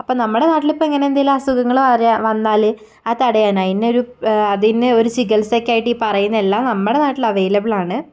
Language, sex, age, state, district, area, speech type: Malayalam, female, 18-30, Kerala, Kozhikode, rural, spontaneous